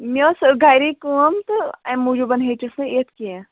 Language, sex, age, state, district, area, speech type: Kashmiri, female, 45-60, Jammu and Kashmir, Anantnag, rural, conversation